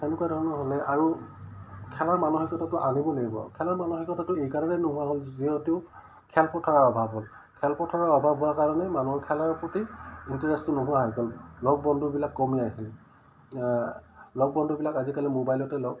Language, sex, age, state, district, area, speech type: Assamese, male, 45-60, Assam, Udalguri, rural, spontaneous